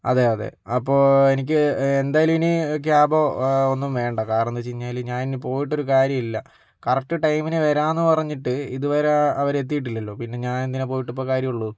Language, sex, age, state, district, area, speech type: Malayalam, male, 45-60, Kerala, Kozhikode, urban, spontaneous